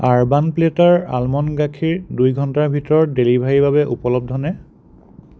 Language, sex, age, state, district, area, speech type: Assamese, male, 30-45, Assam, Sonitpur, rural, read